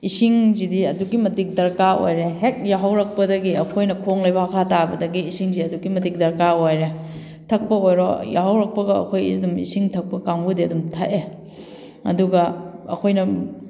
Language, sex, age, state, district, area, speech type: Manipuri, female, 30-45, Manipur, Kakching, rural, spontaneous